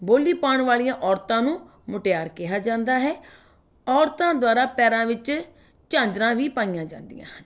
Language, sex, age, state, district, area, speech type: Punjabi, female, 45-60, Punjab, Fatehgarh Sahib, rural, spontaneous